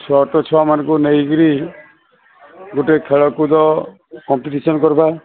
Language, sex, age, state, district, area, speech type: Odia, male, 45-60, Odisha, Sambalpur, rural, conversation